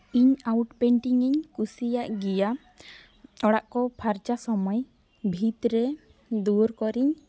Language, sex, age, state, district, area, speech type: Santali, female, 18-30, West Bengal, Jhargram, rural, spontaneous